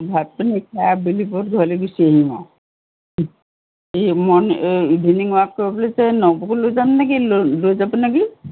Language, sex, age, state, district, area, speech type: Assamese, female, 60+, Assam, Golaghat, urban, conversation